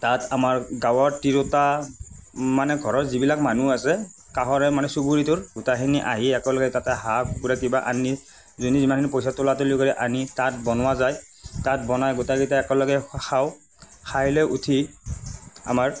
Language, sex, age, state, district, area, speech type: Assamese, male, 45-60, Assam, Darrang, rural, spontaneous